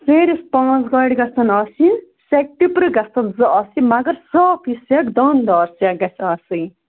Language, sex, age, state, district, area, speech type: Kashmiri, female, 30-45, Jammu and Kashmir, Bandipora, rural, conversation